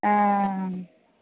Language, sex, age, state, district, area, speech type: Sanskrit, female, 18-30, Kerala, Thrissur, urban, conversation